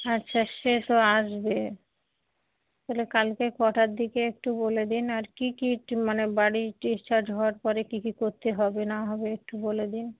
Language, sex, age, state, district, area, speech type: Bengali, female, 45-60, West Bengal, Darjeeling, urban, conversation